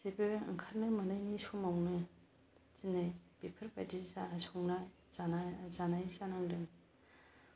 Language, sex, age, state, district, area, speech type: Bodo, female, 45-60, Assam, Kokrajhar, rural, spontaneous